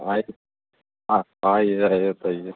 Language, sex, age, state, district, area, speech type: Gujarati, male, 18-30, Gujarat, Morbi, rural, conversation